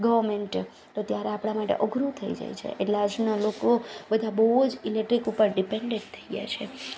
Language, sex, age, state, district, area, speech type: Gujarati, female, 30-45, Gujarat, Junagadh, urban, spontaneous